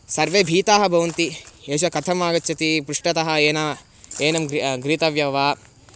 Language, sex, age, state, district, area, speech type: Sanskrit, male, 18-30, Karnataka, Bangalore Rural, urban, spontaneous